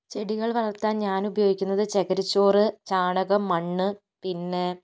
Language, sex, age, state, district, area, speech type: Malayalam, female, 60+, Kerala, Kozhikode, rural, spontaneous